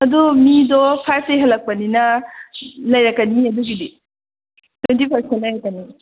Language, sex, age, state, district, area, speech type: Manipuri, female, 18-30, Manipur, Kakching, rural, conversation